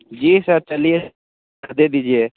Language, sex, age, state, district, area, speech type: Hindi, male, 18-30, Uttar Pradesh, Sonbhadra, rural, conversation